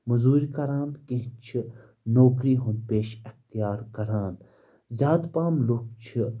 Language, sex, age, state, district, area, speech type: Kashmiri, male, 18-30, Jammu and Kashmir, Baramulla, rural, spontaneous